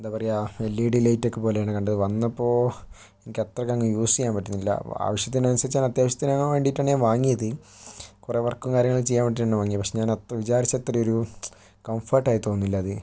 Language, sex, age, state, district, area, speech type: Malayalam, male, 30-45, Kerala, Kozhikode, urban, spontaneous